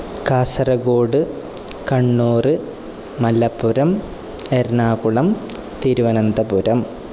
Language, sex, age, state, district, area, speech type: Sanskrit, male, 30-45, Kerala, Kasaragod, rural, spontaneous